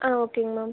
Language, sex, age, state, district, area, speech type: Tamil, female, 18-30, Tamil Nadu, Erode, rural, conversation